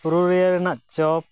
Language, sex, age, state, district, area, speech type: Santali, male, 30-45, West Bengal, Purulia, rural, spontaneous